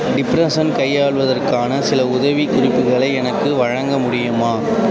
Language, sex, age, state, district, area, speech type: Tamil, male, 18-30, Tamil Nadu, Perambalur, urban, read